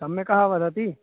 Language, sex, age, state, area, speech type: Sanskrit, male, 18-30, Uttar Pradesh, urban, conversation